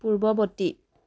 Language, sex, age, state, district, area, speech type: Assamese, female, 30-45, Assam, Biswanath, rural, read